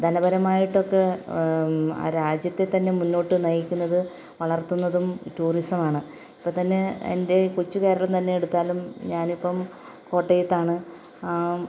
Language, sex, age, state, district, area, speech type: Malayalam, female, 45-60, Kerala, Kottayam, rural, spontaneous